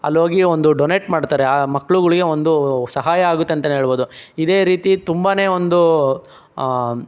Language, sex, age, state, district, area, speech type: Kannada, male, 18-30, Karnataka, Chikkaballapur, urban, spontaneous